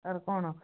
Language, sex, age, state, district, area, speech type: Odia, male, 18-30, Odisha, Kalahandi, rural, conversation